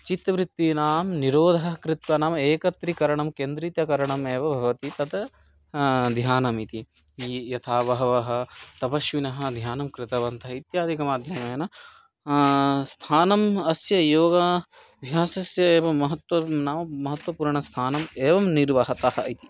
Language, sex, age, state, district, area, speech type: Sanskrit, male, 18-30, Odisha, Kandhamal, urban, spontaneous